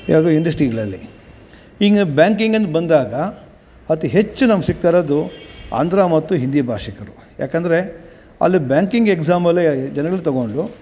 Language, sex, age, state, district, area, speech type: Kannada, male, 45-60, Karnataka, Kolar, rural, spontaneous